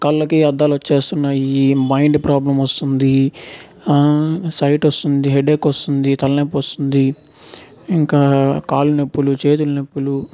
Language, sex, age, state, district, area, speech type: Telugu, male, 18-30, Andhra Pradesh, Nellore, urban, spontaneous